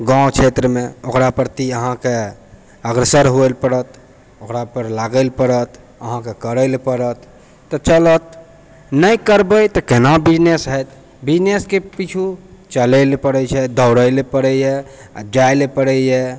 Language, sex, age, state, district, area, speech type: Maithili, male, 30-45, Bihar, Purnia, rural, spontaneous